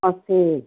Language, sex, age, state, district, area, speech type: Hindi, female, 30-45, Uttar Pradesh, Jaunpur, rural, conversation